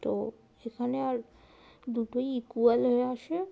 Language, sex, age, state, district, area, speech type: Bengali, female, 18-30, West Bengal, Darjeeling, urban, spontaneous